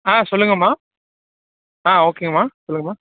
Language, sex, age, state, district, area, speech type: Tamil, male, 18-30, Tamil Nadu, Thanjavur, rural, conversation